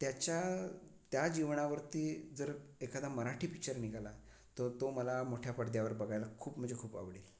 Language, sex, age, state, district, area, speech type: Marathi, male, 45-60, Maharashtra, Raigad, urban, spontaneous